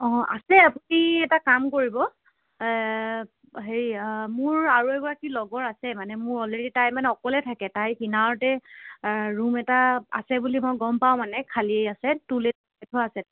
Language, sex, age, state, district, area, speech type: Assamese, female, 18-30, Assam, Dibrugarh, urban, conversation